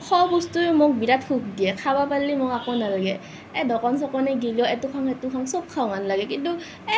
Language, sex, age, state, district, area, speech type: Assamese, female, 18-30, Assam, Nalbari, rural, spontaneous